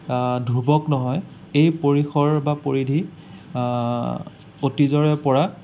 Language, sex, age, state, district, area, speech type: Assamese, male, 18-30, Assam, Sonitpur, rural, spontaneous